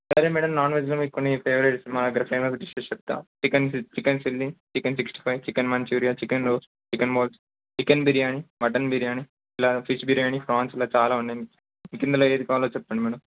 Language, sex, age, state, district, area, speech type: Telugu, male, 30-45, Telangana, Ranga Reddy, urban, conversation